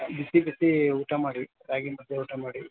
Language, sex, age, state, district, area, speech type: Kannada, male, 45-60, Karnataka, Ramanagara, urban, conversation